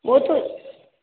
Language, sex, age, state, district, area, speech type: Hindi, female, 60+, Rajasthan, Jodhpur, urban, conversation